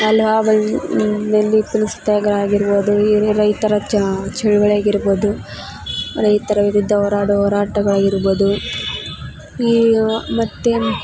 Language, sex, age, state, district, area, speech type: Kannada, female, 18-30, Karnataka, Koppal, rural, spontaneous